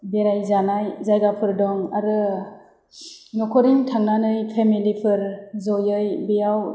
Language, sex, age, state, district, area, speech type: Bodo, female, 30-45, Assam, Chirang, rural, spontaneous